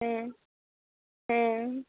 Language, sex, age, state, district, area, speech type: Santali, female, 18-30, West Bengal, Purba Medinipur, rural, conversation